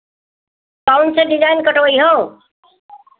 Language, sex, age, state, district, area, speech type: Hindi, female, 60+, Uttar Pradesh, Hardoi, rural, conversation